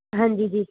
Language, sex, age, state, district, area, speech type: Punjabi, female, 18-30, Punjab, Muktsar, urban, conversation